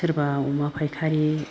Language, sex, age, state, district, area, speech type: Bodo, female, 60+, Assam, Chirang, rural, spontaneous